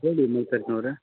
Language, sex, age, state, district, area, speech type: Kannada, male, 30-45, Karnataka, Raichur, rural, conversation